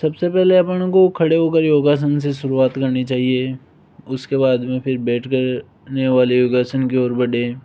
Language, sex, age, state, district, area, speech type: Hindi, male, 18-30, Rajasthan, Jaipur, urban, spontaneous